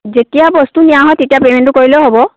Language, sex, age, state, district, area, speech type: Assamese, female, 60+, Assam, Dhemaji, rural, conversation